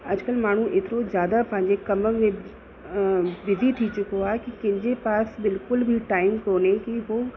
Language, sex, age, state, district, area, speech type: Sindhi, female, 30-45, Uttar Pradesh, Lucknow, urban, spontaneous